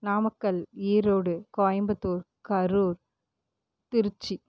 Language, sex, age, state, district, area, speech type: Tamil, female, 30-45, Tamil Nadu, Erode, rural, spontaneous